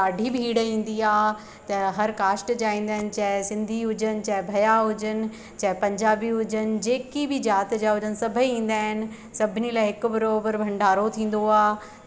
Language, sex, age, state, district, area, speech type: Sindhi, female, 30-45, Madhya Pradesh, Katni, rural, spontaneous